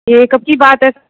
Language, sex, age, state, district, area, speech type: Hindi, female, 18-30, Rajasthan, Jodhpur, urban, conversation